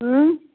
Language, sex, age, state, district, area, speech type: Maithili, female, 45-60, Bihar, Begusarai, rural, conversation